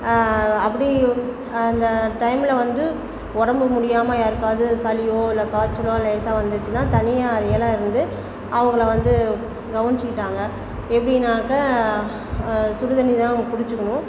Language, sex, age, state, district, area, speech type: Tamil, female, 60+, Tamil Nadu, Perambalur, rural, spontaneous